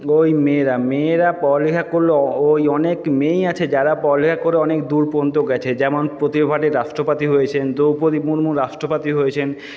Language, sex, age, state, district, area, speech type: Bengali, male, 30-45, West Bengal, Jhargram, rural, spontaneous